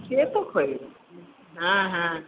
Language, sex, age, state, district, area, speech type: Bengali, female, 45-60, West Bengal, Paschim Bardhaman, urban, conversation